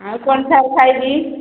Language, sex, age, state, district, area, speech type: Odia, female, 45-60, Odisha, Angul, rural, conversation